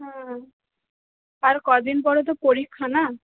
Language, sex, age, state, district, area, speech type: Bengali, female, 30-45, West Bengal, Purulia, urban, conversation